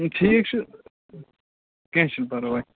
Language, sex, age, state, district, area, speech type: Kashmiri, male, 30-45, Jammu and Kashmir, Baramulla, rural, conversation